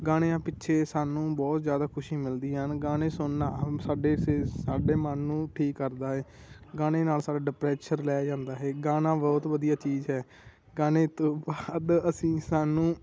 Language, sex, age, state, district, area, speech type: Punjabi, male, 18-30, Punjab, Muktsar, rural, spontaneous